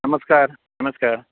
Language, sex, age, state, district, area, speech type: Goan Konkani, male, 45-60, Goa, Canacona, rural, conversation